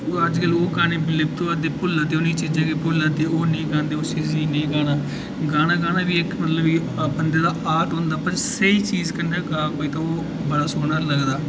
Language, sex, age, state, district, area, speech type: Dogri, male, 18-30, Jammu and Kashmir, Udhampur, urban, spontaneous